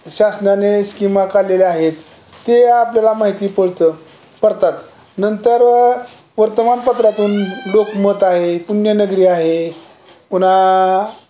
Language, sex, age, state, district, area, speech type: Marathi, male, 60+, Maharashtra, Osmanabad, rural, spontaneous